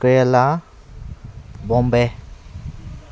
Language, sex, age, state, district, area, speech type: Manipuri, male, 30-45, Manipur, Kakching, rural, spontaneous